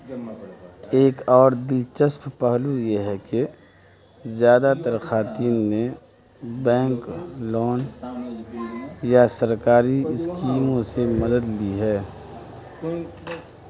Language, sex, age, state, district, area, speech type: Urdu, male, 30-45, Bihar, Madhubani, rural, spontaneous